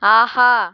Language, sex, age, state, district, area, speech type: Tamil, female, 18-30, Tamil Nadu, Erode, rural, read